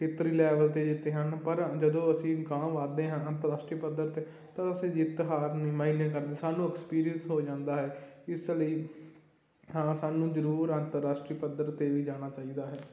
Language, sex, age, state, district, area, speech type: Punjabi, male, 18-30, Punjab, Muktsar, rural, spontaneous